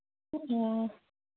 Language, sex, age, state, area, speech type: Manipuri, female, 30-45, Manipur, urban, conversation